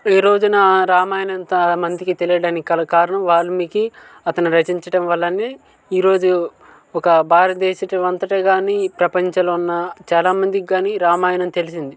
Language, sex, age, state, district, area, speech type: Telugu, male, 18-30, Andhra Pradesh, Guntur, urban, spontaneous